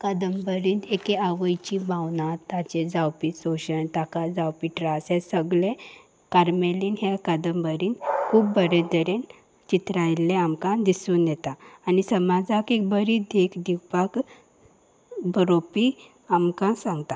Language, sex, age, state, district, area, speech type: Goan Konkani, female, 18-30, Goa, Salcete, urban, spontaneous